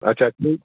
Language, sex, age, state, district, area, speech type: Hindi, male, 45-60, Uttar Pradesh, Prayagraj, urban, conversation